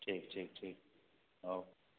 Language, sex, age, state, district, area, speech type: Maithili, male, 45-60, Bihar, Madhubani, rural, conversation